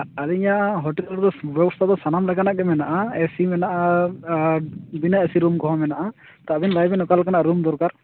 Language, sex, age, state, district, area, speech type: Santali, male, 18-30, West Bengal, Purulia, rural, conversation